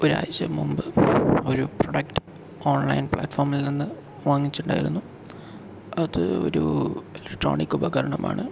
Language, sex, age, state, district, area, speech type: Malayalam, male, 18-30, Kerala, Palakkad, urban, spontaneous